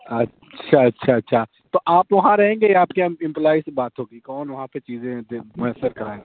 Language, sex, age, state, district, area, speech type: Urdu, male, 18-30, Uttar Pradesh, Azamgarh, urban, conversation